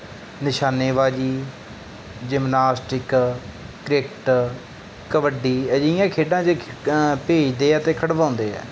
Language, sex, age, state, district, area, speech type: Punjabi, male, 18-30, Punjab, Bathinda, rural, spontaneous